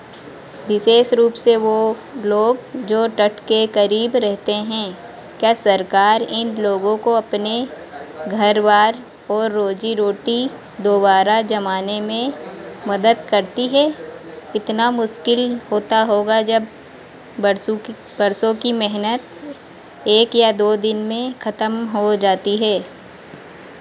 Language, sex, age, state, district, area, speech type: Hindi, female, 18-30, Madhya Pradesh, Harda, urban, read